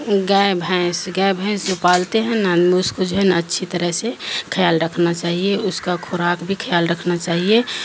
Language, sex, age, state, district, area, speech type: Urdu, female, 45-60, Bihar, Darbhanga, rural, spontaneous